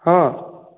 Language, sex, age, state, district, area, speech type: Odia, male, 30-45, Odisha, Nayagarh, rural, conversation